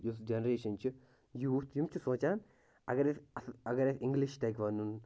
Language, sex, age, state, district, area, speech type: Kashmiri, male, 30-45, Jammu and Kashmir, Bandipora, rural, spontaneous